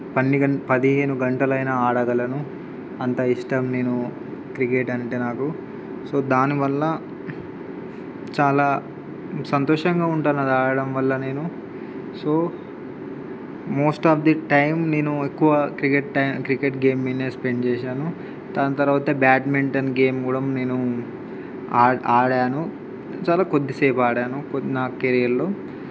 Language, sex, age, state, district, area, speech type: Telugu, male, 18-30, Telangana, Khammam, rural, spontaneous